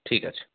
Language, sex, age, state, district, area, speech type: Bengali, male, 30-45, West Bengal, Nadia, urban, conversation